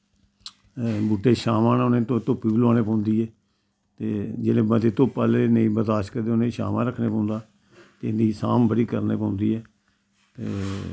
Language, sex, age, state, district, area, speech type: Dogri, male, 60+, Jammu and Kashmir, Samba, rural, spontaneous